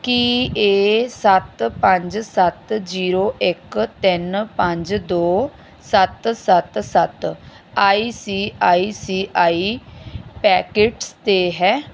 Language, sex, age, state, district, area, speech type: Punjabi, female, 45-60, Punjab, Bathinda, rural, read